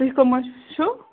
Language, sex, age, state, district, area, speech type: Kashmiri, female, 30-45, Jammu and Kashmir, Bandipora, rural, conversation